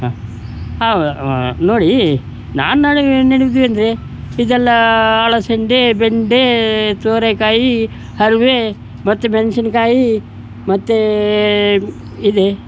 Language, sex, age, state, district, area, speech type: Kannada, male, 60+, Karnataka, Udupi, rural, spontaneous